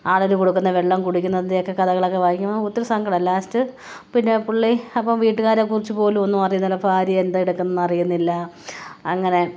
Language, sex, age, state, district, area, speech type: Malayalam, female, 45-60, Kerala, Kottayam, rural, spontaneous